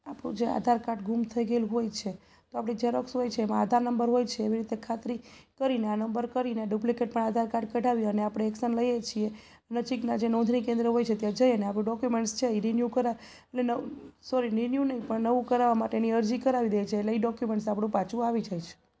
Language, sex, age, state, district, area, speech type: Gujarati, female, 30-45, Gujarat, Junagadh, urban, spontaneous